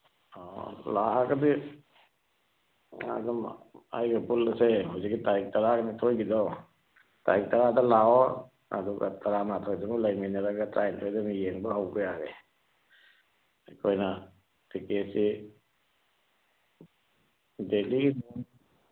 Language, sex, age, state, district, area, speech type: Manipuri, male, 60+, Manipur, Churachandpur, urban, conversation